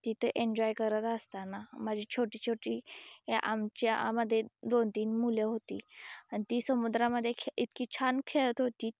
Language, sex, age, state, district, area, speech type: Marathi, female, 18-30, Maharashtra, Sangli, rural, spontaneous